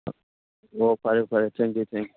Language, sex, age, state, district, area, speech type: Manipuri, male, 30-45, Manipur, Churachandpur, rural, conversation